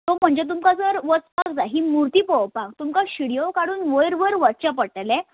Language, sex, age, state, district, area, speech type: Goan Konkani, female, 30-45, Goa, Ponda, rural, conversation